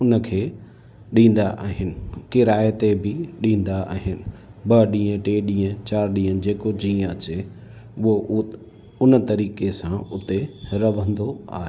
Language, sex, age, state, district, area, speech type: Sindhi, male, 30-45, Gujarat, Kutch, rural, spontaneous